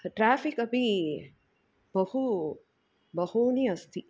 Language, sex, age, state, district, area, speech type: Sanskrit, female, 45-60, Tamil Nadu, Tiruchirappalli, urban, spontaneous